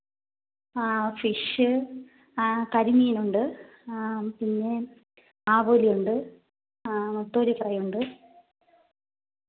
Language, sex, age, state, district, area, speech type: Malayalam, female, 30-45, Kerala, Thiruvananthapuram, rural, conversation